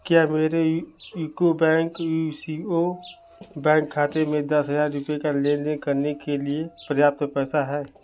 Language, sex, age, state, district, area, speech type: Hindi, male, 45-60, Uttar Pradesh, Chandauli, rural, read